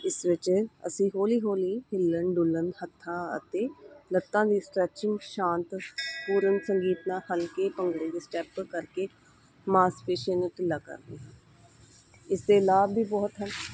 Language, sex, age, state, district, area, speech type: Punjabi, female, 30-45, Punjab, Hoshiarpur, urban, spontaneous